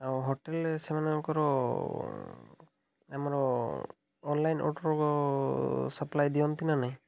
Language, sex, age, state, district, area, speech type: Odia, male, 30-45, Odisha, Mayurbhanj, rural, spontaneous